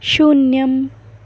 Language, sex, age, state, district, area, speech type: Sanskrit, female, 18-30, Madhya Pradesh, Ujjain, urban, read